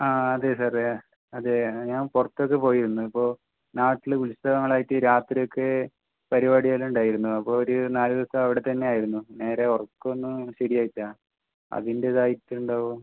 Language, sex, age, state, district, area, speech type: Malayalam, male, 18-30, Kerala, Kasaragod, rural, conversation